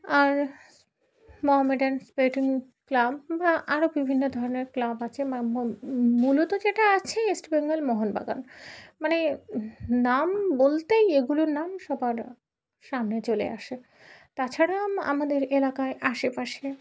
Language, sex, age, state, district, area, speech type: Bengali, female, 18-30, West Bengal, Dakshin Dinajpur, urban, spontaneous